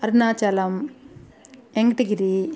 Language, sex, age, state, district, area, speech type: Telugu, female, 30-45, Andhra Pradesh, Kadapa, rural, spontaneous